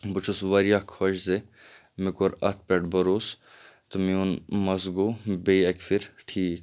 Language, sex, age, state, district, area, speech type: Kashmiri, male, 30-45, Jammu and Kashmir, Kupwara, urban, spontaneous